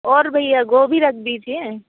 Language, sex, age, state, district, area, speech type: Hindi, female, 45-60, Madhya Pradesh, Bhopal, urban, conversation